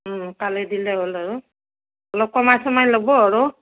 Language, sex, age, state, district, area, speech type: Assamese, female, 45-60, Assam, Morigaon, rural, conversation